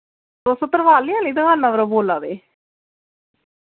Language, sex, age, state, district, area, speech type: Dogri, female, 18-30, Jammu and Kashmir, Samba, rural, conversation